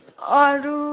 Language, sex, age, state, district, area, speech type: Nepali, female, 18-30, West Bengal, Jalpaiguri, rural, conversation